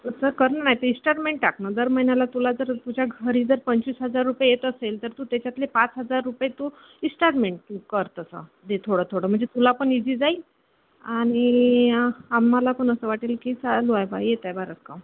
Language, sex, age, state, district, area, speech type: Marathi, female, 30-45, Maharashtra, Thane, urban, conversation